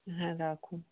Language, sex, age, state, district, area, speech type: Bengali, male, 45-60, West Bengal, Darjeeling, urban, conversation